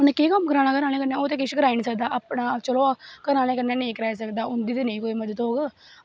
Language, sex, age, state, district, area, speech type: Dogri, female, 18-30, Jammu and Kashmir, Kathua, rural, spontaneous